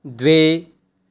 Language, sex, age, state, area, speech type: Sanskrit, male, 18-30, Bihar, rural, read